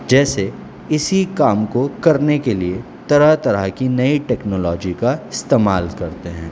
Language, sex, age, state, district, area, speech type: Urdu, male, 45-60, Delhi, South Delhi, urban, spontaneous